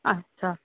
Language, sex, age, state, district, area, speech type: Sindhi, female, 30-45, Delhi, South Delhi, urban, conversation